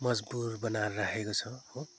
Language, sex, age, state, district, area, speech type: Nepali, male, 45-60, West Bengal, Darjeeling, rural, spontaneous